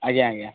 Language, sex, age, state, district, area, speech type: Odia, male, 45-60, Odisha, Nuapada, urban, conversation